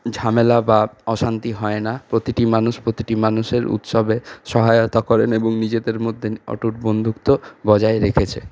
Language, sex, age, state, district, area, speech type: Bengali, male, 45-60, West Bengal, Purulia, urban, spontaneous